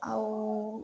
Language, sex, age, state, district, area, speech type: Odia, female, 18-30, Odisha, Subarnapur, urban, spontaneous